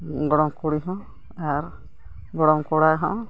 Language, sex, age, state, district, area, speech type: Santali, female, 60+, Odisha, Mayurbhanj, rural, spontaneous